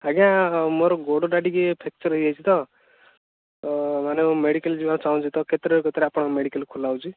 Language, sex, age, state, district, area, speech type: Odia, male, 18-30, Odisha, Ganjam, urban, conversation